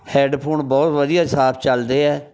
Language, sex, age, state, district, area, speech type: Punjabi, male, 45-60, Punjab, Bathinda, rural, spontaneous